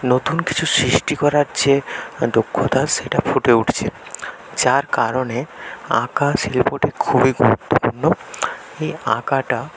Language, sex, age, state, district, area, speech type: Bengali, male, 18-30, West Bengal, North 24 Parganas, rural, spontaneous